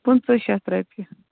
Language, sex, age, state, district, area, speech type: Kashmiri, female, 45-60, Jammu and Kashmir, Bandipora, rural, conversation